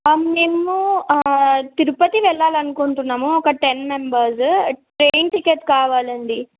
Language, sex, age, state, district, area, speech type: Telugu, female, 18-30, Telangana, Nizamabad, rural, conversation